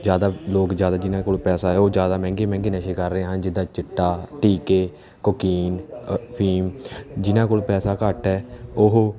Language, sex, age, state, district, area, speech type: Punjabi, male, 18-30, Punjab, Kapurthala, urban, spontaneous